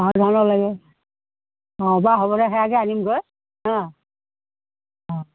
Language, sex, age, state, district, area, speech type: Assamese, female, 60+, Assam, Morigaon, rural, conversation